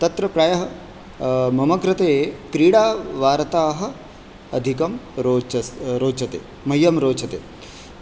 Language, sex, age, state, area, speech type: Sanskrit, male, 30-45, Rajasthan, urban, spontaneous